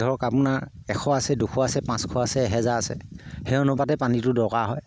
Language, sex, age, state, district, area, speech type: Assamese, male, 30-45, Assam, Sivasagar, rural, spontaneous